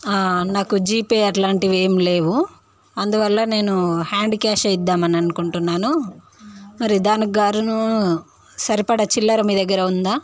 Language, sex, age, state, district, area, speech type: Telugu, female, 30-45, Andhra Pradesh, Visakhapatnam, urban, spontaneous